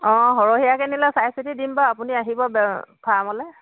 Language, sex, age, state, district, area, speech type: Assamese, female, 45-60, Assam, Dhemaji, rural, conversation